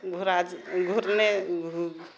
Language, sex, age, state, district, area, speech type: Maithili, female, 45-60, Bihar, Purnia, rural, spontaneous